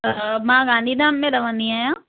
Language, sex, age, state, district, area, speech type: Sindhi, female, 18-30, Gujarat, Kutch, rural, conversation